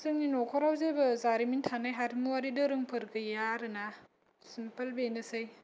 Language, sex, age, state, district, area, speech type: Bodo, female, 18-30, Assam, Kokrajhar, rural, spontaneous